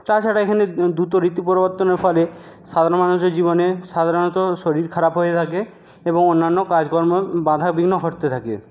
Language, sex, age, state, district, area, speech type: Bengali, male, 60+, West Bengal, Jhargram, rural, spontaneous